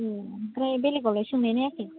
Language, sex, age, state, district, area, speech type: Bodo, male, 18-30, Assam, Udalguri, rural, conversation